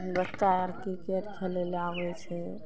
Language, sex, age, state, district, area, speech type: Maithili, female, 45-60, Bihar, Araria, rural, spontaneous